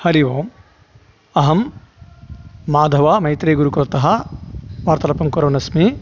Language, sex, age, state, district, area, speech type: Sanskrit, male, 45-60, Karnataka, Davanagere, rural, spontaneous